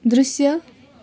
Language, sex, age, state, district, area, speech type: Nepali, female, 30-45, West Bengal, Jalpaiguri, urban, read